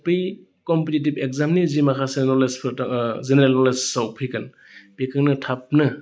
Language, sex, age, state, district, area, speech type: Bodo, male, 30-45, Assam, Udalguri, urban, spontaneous